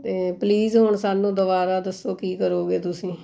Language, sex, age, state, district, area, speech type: Punjabi, female, 45-60, Punjab, Mohali, urban, spontaneous